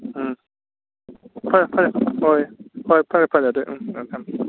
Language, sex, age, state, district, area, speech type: Manipuri, male, 30-45, Manipur, Kakching, rural, conversation